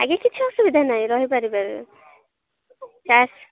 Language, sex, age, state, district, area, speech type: Odia, female, 18-30, Odisha, Kendrapara, urban, conversation